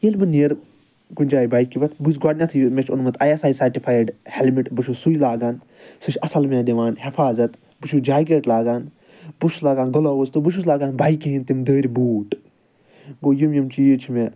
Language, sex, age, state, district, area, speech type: Kashmiri, male, 30-45, Jammu and Kashmir, Ganderbal, urban, spontaneous